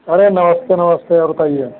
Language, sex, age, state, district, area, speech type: Hindi, male, 30-45, Uttar Pradesh, Mau, urban, conversation